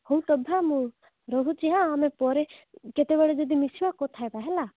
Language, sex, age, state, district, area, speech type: Odia, female, 45-60, Odisha, Nabarangpur, rural, conversation